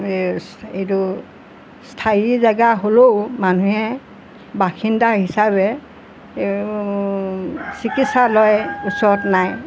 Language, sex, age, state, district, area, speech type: Assamese, female, 60+, Assam, Golaghat, urban, spontaneous